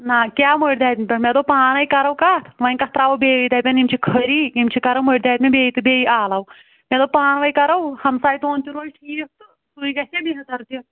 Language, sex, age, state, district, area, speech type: Kashmiri, female, 18-30, Jammu and Kashmir, Kulgam, rural, conversation